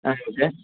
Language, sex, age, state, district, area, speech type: Malayalam, male, 18-30, Kerala, Kollam, rural, conversation